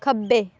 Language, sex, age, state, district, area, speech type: Punjabi, female, 18-30, Punjab, Amritsar, urban, read